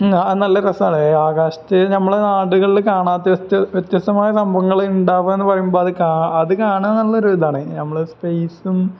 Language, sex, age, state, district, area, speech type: Malayalam, male, 18-30, Kerala, Malappuram, rural, spontaneous